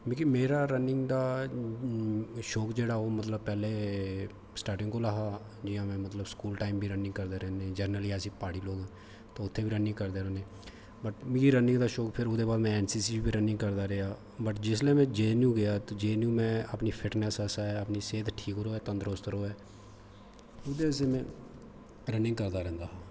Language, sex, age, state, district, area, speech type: Dogri, male, 30-45, Jammu and Kashmir, Kathua, rural, spontaneous